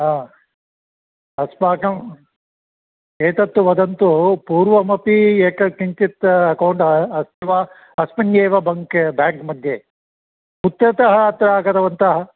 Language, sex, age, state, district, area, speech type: Sanskrit, male, 60+, Andhra Pradesh, Visakhapatnam, urban, conversation